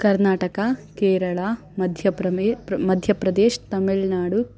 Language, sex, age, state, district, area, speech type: Sanskrit, female, 18-30, Karnataka, Davanagere, urban, spontaneous